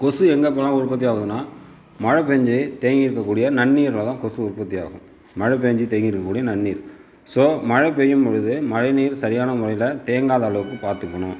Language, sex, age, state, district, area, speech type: Tamil, male, 60+, Tamil Nadu, Sivaganga, urban, spontaneous